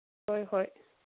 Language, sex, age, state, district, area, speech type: Manipuri, female, 18-30, Manipur, Senapati, rural, conversation